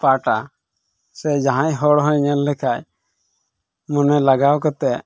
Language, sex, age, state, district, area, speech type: Santali, male, 18-30, Jharkhand, Pakur, rural, spontaneous